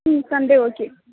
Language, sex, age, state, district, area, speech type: Tamil, female, 18-30, Tamil Nadu, Mayiladuthurai, urban, conversation